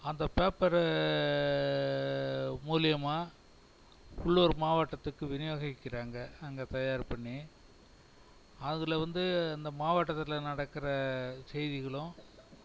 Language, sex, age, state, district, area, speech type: Tamil, male, 60+, Tamil Nadu, Cuddalore, rural, spontaneous